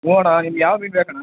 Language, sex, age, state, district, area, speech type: Kannada, male, 18-30, Karnataka, Chamarajanagar, rural, conversation